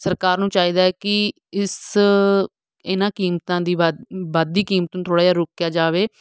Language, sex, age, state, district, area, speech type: Punjabi, female, 45-60, Punjab, Fatehgarh Sahib, rural, spontaneous